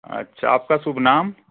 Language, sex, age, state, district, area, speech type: Hindi, male, 45-60, Uttar Pradesh, Mau, rural, conversation